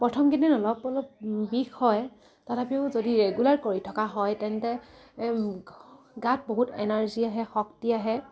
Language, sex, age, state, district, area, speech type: Assamese, female, 18-30, Assam, Dibrugarh, rural, spontaneous